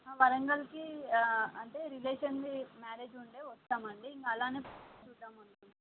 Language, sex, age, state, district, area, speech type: Telugu, female, 18-30, Andhra Pradesh, Srikakulam, rural, conversation